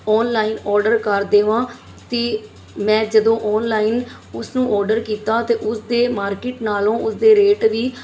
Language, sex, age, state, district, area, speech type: Punjabi, female, 30-45, Punjab, Mansa, urban, spontaneous